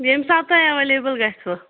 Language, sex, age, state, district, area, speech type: Kashmiri, female, 18-30, Jammu and Kashmir, Anantnag, rural, conversation